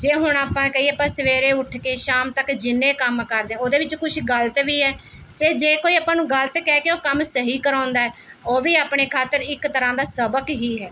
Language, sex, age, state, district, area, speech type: Punjabi, female, 30-45, Punjab, Mohali, urban, spontaneous